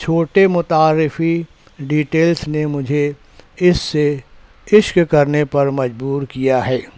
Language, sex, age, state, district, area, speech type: Urdu, male, 30-45, Maharashtra, Nashik, urban, spontaneous